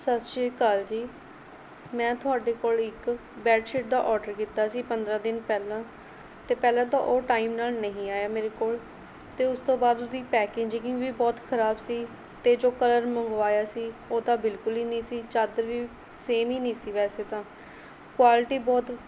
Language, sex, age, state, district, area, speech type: Punjabi, female, 18-30, Punjab, Mohali, rural, spontaneous